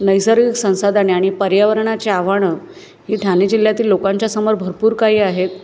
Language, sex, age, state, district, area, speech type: Marathi, female, 30-45, Maharashtra, Thane, urban, spontaneous